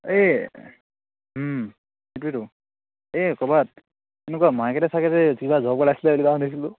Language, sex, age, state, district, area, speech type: Assamese, male, 18-30, Assam, Dibrugarh, urban, conversation